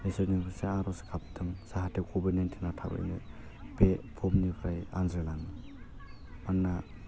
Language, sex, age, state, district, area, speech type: Bodo, male, 18-30, Assam, Udalguri, urban, spontaneous